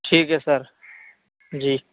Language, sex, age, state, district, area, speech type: Urdu, male, 18-30, Uttar Pradesh, Saharanpur, urban, conversation